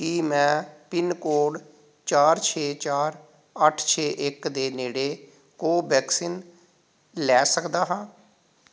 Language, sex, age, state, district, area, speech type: Punjabi, male, 45-60, Punjab, Pathankot, rural, read